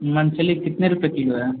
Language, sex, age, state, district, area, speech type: Hindi, male, 18-30, Uttar Pradesh, Azamgarh, rural, conversation